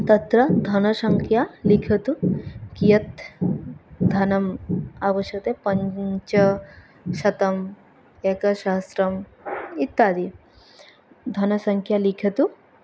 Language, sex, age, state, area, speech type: Sanskrit, female, 18-30, Tripura, rural, spontaneous